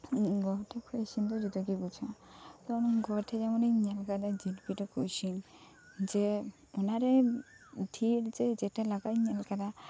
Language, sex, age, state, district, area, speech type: Santali, female, 18-30, West Bengal, Birbhum, rural, spontaneous